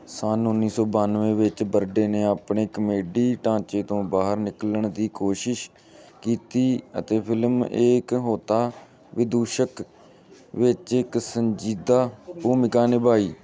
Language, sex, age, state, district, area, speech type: Punjabi, male, 18-30, Punjab, Amritsar, rural, read